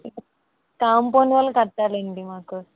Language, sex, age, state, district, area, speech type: Telugu, female, 30-45, Andhra Pradesh, Kakinada, rural, conversation